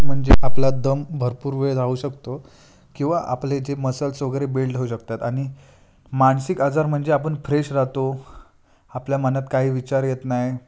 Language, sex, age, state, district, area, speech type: Marathi, male, 18-30, Maharashtra, Ratnagiri, rural, spontaneous